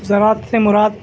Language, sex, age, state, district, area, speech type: Urdu, male, 18-30, Telangana, Hyderabad, urban, spontaneous